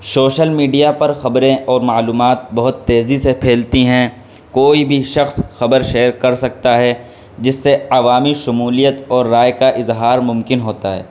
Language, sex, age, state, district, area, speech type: Urdu, male, 18-30, Uttar Pradesh, Saharanpur, urban, spontaneous